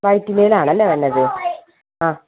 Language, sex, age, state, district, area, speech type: Malayalam, female, 30-45, Kerala, Malappuram, rural, conversation